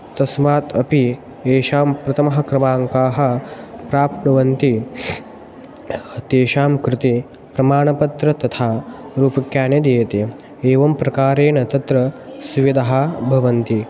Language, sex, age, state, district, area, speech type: Sanskrit, male, 18-30, Maharashtra, Osmanabad, rural, spontaneous